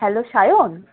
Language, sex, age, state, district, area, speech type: Bengali, female, 18-30, West Bengal, Howrah, urban, conversation